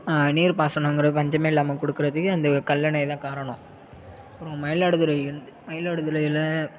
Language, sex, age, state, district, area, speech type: Tamil, male, 30-45, Tamil Nadu, Tiruvarur, rural, spontaneous